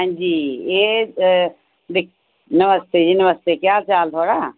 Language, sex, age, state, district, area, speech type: Dogri, female, 45-60, Jammu and Kashmir, Reasi, urban, conversation